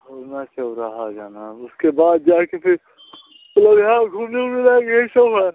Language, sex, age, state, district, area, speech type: Hindi, male, 60+, Uttar Pradesh, Mirzapur, urban, conversation